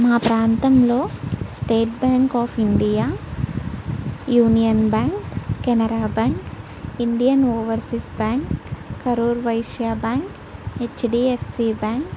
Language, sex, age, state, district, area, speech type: Telugu, female, 30-45, Andhra Pradesh, Guntur, urban, spontaneous